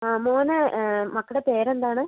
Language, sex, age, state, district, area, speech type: Malayalam, female, 30-45, Kerala, Wayanad, rural, conversation